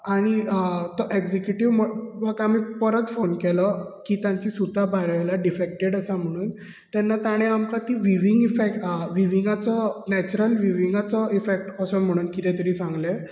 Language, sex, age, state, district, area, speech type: Goan Konkani, male, 30-45, Goa, Bardez, urban, spontaneous